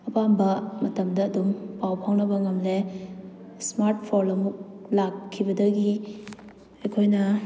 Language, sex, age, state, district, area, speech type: Manipuri, female, 18-30, Manipur, Kakching, rural, spontaneous